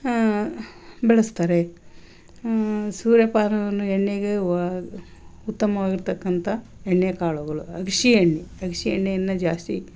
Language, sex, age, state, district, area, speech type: Kannada, female, 60+, Karnataka, Koppal, rural, spontaneous